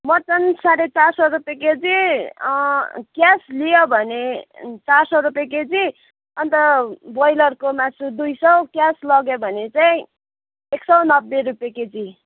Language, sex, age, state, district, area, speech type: Nepali, female, 45-60, West Bengal, Kalimpong, rural, conversation